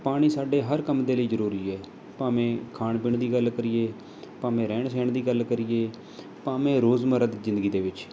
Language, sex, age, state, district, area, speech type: Punjabi, male, 30-45, Punjab, Mohali, urban, spontaneous